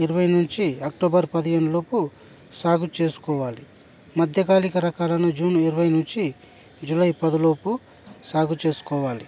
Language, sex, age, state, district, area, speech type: Telugu, male, 30-45, Telangana, Hyderabad, rural, spontaneous